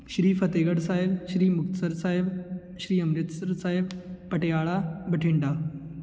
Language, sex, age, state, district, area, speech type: Punjabi, male, 18-30, Punjab, Fatehgarh Sahib, rural, spontaneous